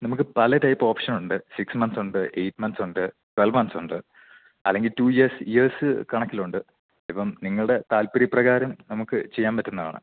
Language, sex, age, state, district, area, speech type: Malayalam, male, 18-30, Kerala, Idukki, rural, conversation